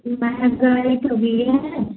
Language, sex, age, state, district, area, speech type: Hindi, female, 45-60, Uttar Pradesh, Ayodhya, rural, conversation